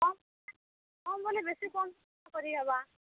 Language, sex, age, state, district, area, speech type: Odia, female, 18-30, Odisha, Subarnapur, urban, conversation